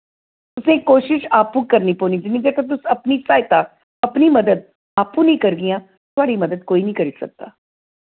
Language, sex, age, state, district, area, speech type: Dogri, female, 45-60, Jammu and Kashmir, Jammu, urban, conversation